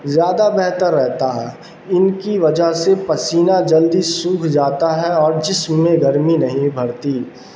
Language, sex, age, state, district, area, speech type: Urdu, male, 18-30, Bihar, Darbhanga, urban, spontaneous